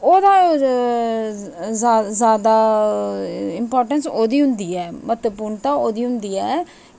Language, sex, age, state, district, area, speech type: Dogri, female, 45-60, Jammu and Kashmir, Jammu, urban, spontaneous